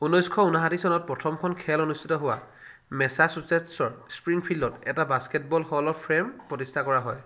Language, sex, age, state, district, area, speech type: Assamese, male, 60+, Assam, Charaideo, rural, read